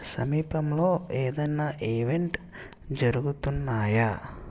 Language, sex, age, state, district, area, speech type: Telugu, male, 60+, Andhra Pradesh, Eluru, rural, read